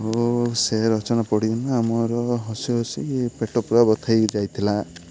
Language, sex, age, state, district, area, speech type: Odia, male, 30-45, Odisha, Malkangiri, urban, spontaneous